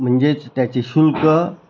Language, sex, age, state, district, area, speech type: Marathi, male, 30-45, Maharashtra, Osmanabad, rural, spontaneous